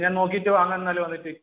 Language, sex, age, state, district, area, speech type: Malayalam, male, 18-30, Kerala, Kannur, rural, conversation